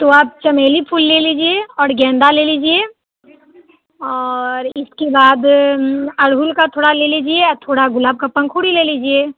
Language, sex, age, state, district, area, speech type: Hindi, female, 18-30, Bihar, Muzaffarpur, urban, conversation